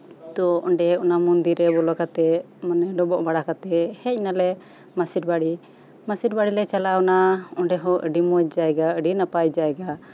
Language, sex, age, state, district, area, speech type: Santali, female, 30-45, West Bengal, Birbhum, rural, spontaneous